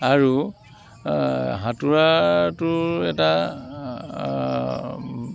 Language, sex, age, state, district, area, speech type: Assamese, male, 45-60, Assam, Dibrugarh, rural, spontaneous